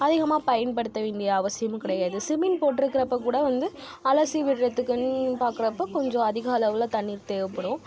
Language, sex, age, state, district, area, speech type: Tamil, female, 45-60, Tamil Nadu, Tiruvarur, rural, spontaneous